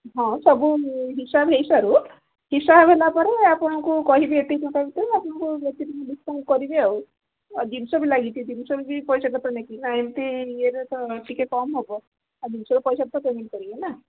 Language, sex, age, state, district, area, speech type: Odia, female, 60+, Odisha, Gajapati, rural, conversation